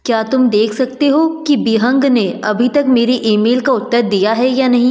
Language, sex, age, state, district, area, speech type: Hindi, female, 30-45, Madhya Pradesh, Betul, urban, read